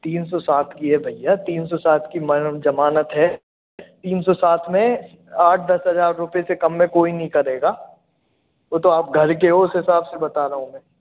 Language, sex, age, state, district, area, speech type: Hindi, male, 18-30, Madhya Pradesh, Hoshangabad, urban, conversation